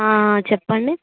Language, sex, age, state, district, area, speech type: Telugu, female, 18-30, Telangana, Vikarabad, rural, conversation